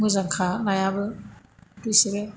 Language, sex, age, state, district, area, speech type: Bodo, female, 45-60, Assam, Chirang, rural, spontaneous